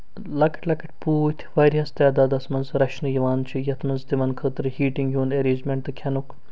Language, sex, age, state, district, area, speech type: Kashmiri, male, 45-60, Jammu and Kashmir, Srinagar, urban, spontaneous